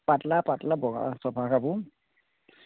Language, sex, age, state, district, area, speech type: Assamese, male, 60+, Assam, Majuli, urban, conversation